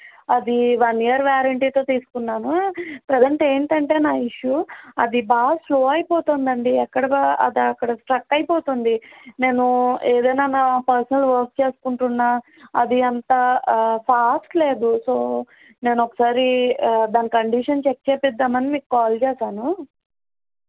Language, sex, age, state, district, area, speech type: Telugu, female, 30-45, Andhra Pradesh, East Godavari, rural, conversation